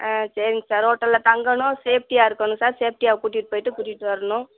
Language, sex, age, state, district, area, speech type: Tamil, female, 45-60, Tamil Nadu, Madurai, urban, conversation